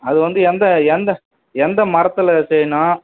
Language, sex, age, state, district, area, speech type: Tamil, male, 45-60, Tamil Nadu, Vellore, rural, conversation